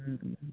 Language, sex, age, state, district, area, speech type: Bengali, male, 18-30, West Bengal, North 24 Parganas, rural, conversation